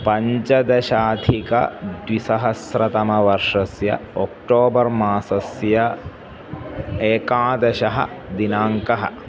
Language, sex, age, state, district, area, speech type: Sanskrit, male, 30-45, Kerala, Kozhikode, urban, spontaneous